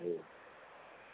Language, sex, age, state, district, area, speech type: Urdu, female, 18-30, Telangana, Hyderabad, urban, conversation